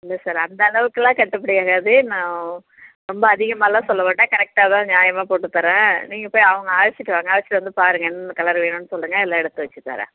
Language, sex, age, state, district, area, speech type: Tamil, female, 60+, Tamil Nadu, Ariyalur, rural, conversation